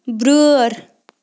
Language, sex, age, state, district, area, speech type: Kashmiri, female, 30-45, Jammu and Kashmir, Bandipora, rural, read